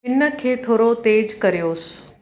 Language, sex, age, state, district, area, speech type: Sindhi, female, 45-60, Uttar Pradesh, Lucknow, urban, read